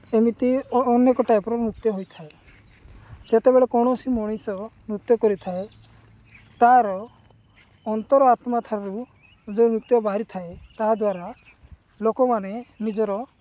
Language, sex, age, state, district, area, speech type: Odia, male, 18-30, Odisha, Nabarangpur, urban, spontaneous